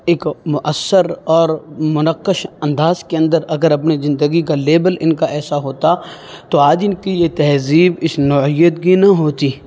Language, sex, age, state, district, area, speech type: Urdu, male, 18-30, Uttar Pradesh, Saharanpur, urban, spontaneous